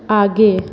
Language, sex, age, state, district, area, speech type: Hindi, female, 30-45, Uttar Pradesh, Sonbhadra, rural, read